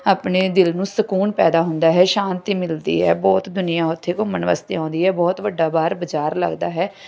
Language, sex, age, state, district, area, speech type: Punjabi, female, 45-60, Punjab, Bathinda, rural, spontaneous